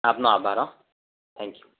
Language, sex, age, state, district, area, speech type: Gujarati, male, 30-45, Gujarat, Ahmedabad, urban, conversation